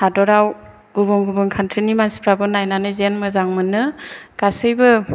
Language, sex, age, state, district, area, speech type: Bodo, female, 30-45, Assam, Chirang, urban, spontaneous